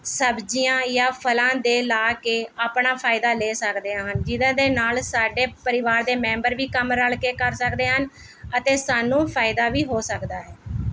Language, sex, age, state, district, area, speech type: Punjabi, female, 30-45, Punjab, Mohali, urban, spontaneous